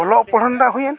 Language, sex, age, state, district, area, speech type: Santali, male, 45-60, Odisha, Mayurbhanj, rural, spontaneous